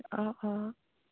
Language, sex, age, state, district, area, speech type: Assamese, female, 18-30, Assam, Dibrugarh, rural, conversation